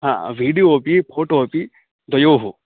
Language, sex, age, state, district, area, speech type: Sanskrit, male, 18-30, West Bengal, Dakshin Dinajpur, rural, conversation